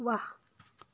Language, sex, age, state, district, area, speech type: Assamese, female, 18-30, Assam, Dibrugarh, rural, read